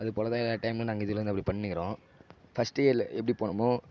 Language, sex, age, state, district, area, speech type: Tamil, male, 18-30, Tamil Nadu, Tiruvannamalai, urban, spontaneous